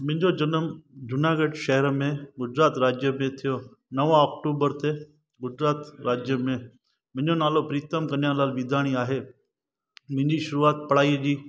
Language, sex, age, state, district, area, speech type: Sindhi, male, 45-60, Gujarat, Junagadh, rural, spontaneous